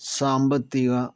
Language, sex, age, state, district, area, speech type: Malayalam, male, 60+, Kerala, Palakkad, rural, spontaneous